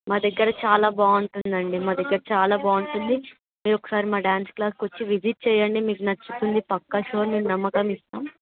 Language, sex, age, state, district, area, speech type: Telugu, female, 18-30, Telangana, Vikarabad, rural, conversation